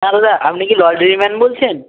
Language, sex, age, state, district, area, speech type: Bengali, male, 18-30, West Bengal, Uttar Dinajpur, urban, conversation